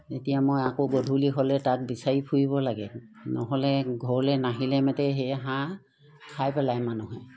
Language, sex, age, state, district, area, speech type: Assamese, female, 60+, Assam, Charaideo, rural, spontaneous